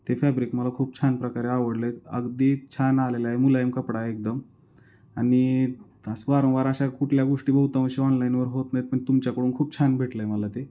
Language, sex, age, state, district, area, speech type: Marathi, male, 30-45, Maharashtra, Osmanabad, rural, spontaneous